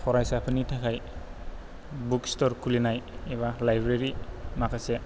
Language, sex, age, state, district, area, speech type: Bodo, male, 18-30, Assam, Chirang, rural, spontaneous